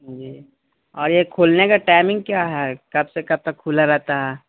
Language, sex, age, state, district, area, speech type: Urdu, male, 18-30, Bihar, Gaya, rural, conversation